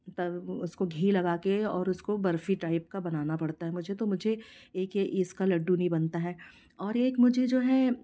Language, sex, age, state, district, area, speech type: Hindi, female, 45-60, Madhya Pradesh, Jabalpur, urban, spontaneous